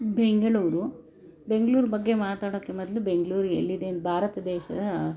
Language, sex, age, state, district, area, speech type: Kannada, female, 60+, Karnataka, Bangalore Urban, urban, spontaneous